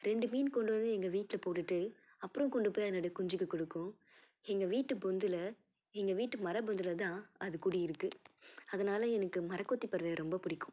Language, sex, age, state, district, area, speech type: Tamil, female, 18-30, Tamil Nadu, Tiruvallur, rural, spontaneous